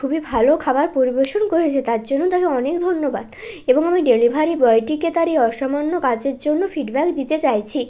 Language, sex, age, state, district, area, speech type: Bengali, female, 18-30, West Bengal, Bankura, urban, spontaneous